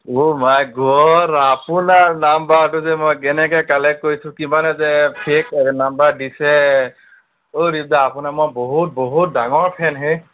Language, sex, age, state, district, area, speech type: Assamese, male, 18-30, Assam, Nagaon, rural, conversation